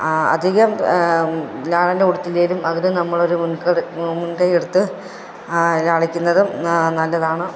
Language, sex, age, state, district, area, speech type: Malayalam, female, 30-45, Kerala, Pathanamthitta, rural, spontaneous